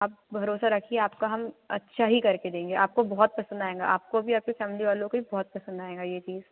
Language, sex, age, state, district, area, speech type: Hindi, female, 18-30, Madhya Pradesh, Betul, rural, conversation